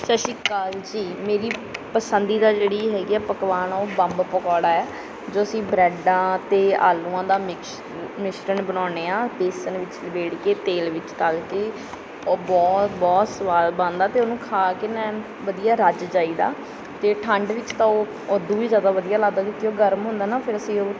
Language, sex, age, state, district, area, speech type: Punjabi, female, 18-30, Punjab, Bathinda, rural, spontaneous